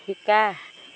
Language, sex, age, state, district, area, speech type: Assamese, female, 45-60, Assam, Dhemaji, rural, read